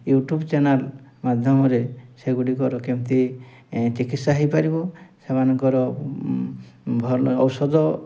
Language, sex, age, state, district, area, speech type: Odia, male, 45-60, Odisha, Mayurbhanj, rural, spontaneous